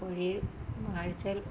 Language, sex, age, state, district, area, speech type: Malayalam, female, 45-60, Kerala, Kottayam, rural, spontaneous